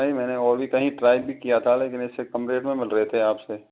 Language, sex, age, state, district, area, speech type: Hindi, male, 45-60, Rajasthan, Karauli, rural, conversation